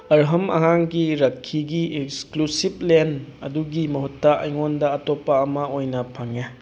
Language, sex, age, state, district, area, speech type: Manipuri, male, 18-30, Manipur, Bishnupur, rural, read